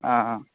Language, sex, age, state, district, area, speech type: Malayalam, male, 18-30, Kerala, Malappuram, rural, conversation